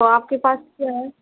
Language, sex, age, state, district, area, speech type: Hindi, female, 45-60, Rajasthan, Karauli, rural, conversation